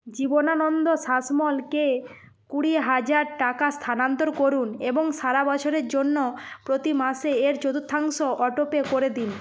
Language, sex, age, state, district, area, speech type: Bengali, female, 45-60, West Bengal, Nadia, rural, read